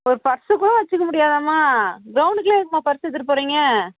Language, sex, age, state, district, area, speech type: Tamil, female, 18-30, Tamil Nadu, Kallakurichi, rural, conversation